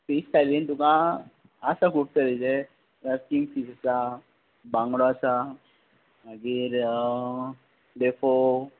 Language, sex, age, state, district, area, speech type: Goan Konkani, male, 18-30, Goa, Ponda, rural, conversation